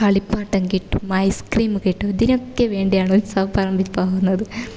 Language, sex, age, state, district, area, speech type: Malayalam, female, 18-30, Kerala, Kasaragod, rural, spontaneous